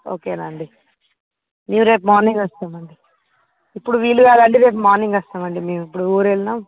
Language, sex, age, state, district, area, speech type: Telugu, female, 45-60, Andhra Pradesh, Visakhapatnam, urban, conversation